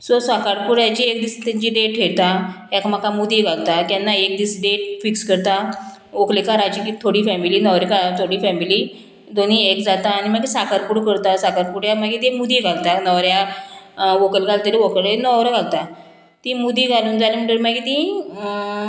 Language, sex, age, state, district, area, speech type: Goan Konkani, female, 45-60, Goa, Murmgao, rural, spontaneous